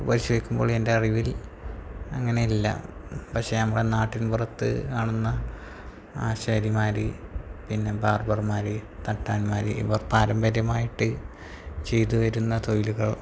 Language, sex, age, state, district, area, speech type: Malayalam, male, 30-45, Kerala, Malappuram, rural, spontaneous